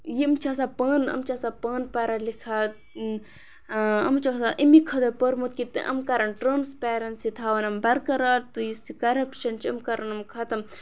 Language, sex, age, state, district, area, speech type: Kashmiri, female, 18-30, Jammu and Kashmir, Kupwara, urban, spontaneous